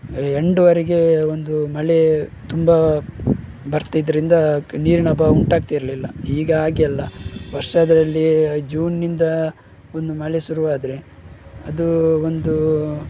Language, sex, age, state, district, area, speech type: Kannada, male, 30-45, Karnataka, Udupi, rural, spontaneous